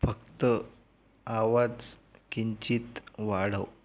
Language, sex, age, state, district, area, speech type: Marathi, male, 18-30, Maharashtra, Buldhana, urban, read